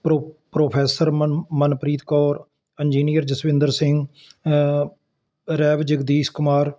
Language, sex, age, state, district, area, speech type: Punjabi, male, 60+, Punjab, Ludhiana, urban, spontaneous